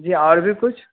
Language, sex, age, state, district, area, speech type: Hindi, male, 30-45, Bihar, Vaishali, rural, conversation